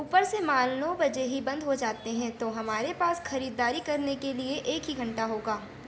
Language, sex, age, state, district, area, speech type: Hindi, female, 18-30, Madhya Pradesh, Chhindwara, urban, read